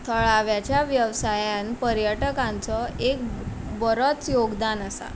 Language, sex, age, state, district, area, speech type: Goan Konkani, female, 18-30, Goa, Ponda, rural, spontaneous